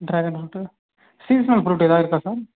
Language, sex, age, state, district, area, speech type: Tamil, female, 18-30, Tamil Nadu, Tiruvarur, rural, conversation